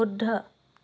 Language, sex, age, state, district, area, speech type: Assamese, female, 30-45, Assam, Dhemaji, rural, read